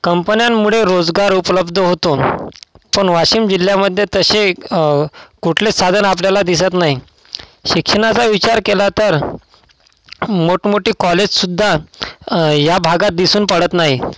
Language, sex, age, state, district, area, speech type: Marathi, male, 18-30, Maharashtra, Washim, rural, spontaneous